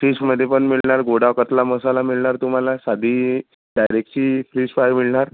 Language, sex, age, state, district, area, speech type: Marathi, male, 30-45, Maharashtra, Amravati, rural, conversation